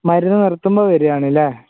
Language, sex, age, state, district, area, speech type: Malayalam, male, 18-30, Kerala, Wayanad, rural, conversation